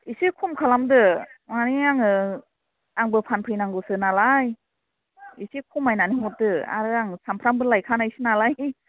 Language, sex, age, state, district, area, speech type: Bodo, female, 45-60, Assam, Chirang, rural, conversation